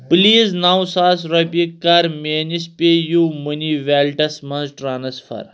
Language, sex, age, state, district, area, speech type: Kashmiri, male, 30-45, Jammu and Kashmir, Kulgam, urban, read